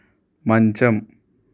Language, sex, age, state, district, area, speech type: Telugu, male, 18-30, Telangana, Hyderabad, urban, read